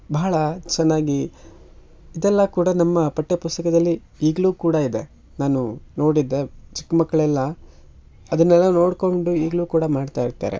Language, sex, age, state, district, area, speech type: Kannada, male, 18-30, Karnataka, Shimoga, rural, spontaneous